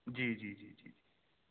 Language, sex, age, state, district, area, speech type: Urdu, male, 18-30, Uttar Pradesh, Saharanpur, urban, conversation